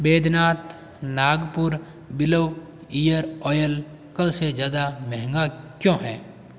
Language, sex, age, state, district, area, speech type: Hindi, male, 18-30, Rajasthan, Jodhpur, urban, read